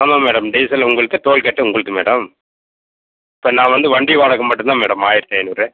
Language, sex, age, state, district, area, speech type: Tamil, male, 45-60, Tamil Nadu, Viluppuram, rural, conversation